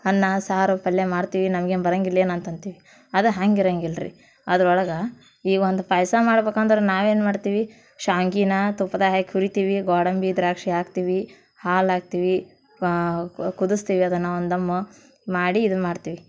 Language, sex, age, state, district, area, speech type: Kannada, female, 18-30, Karnataka, Dharwad, urban, spontaneous